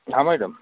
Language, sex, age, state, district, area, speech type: Hindi, male, 45-60, Uttar Pradesh, Prayagraj, rural, conversation